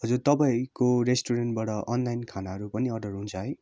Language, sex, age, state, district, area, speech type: Nepali, male, 18-30, West Bengal, Darjeeling, rural, spontaneous